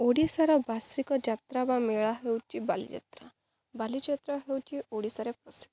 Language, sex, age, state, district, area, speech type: Odia, female, 18-30, Odisha, Jagatsinghpur, rural, spontaneous